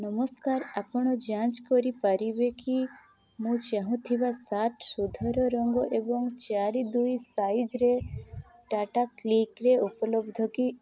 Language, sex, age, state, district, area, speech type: Odia, female, 18-30, Odisha, Nabarangpur, urban, read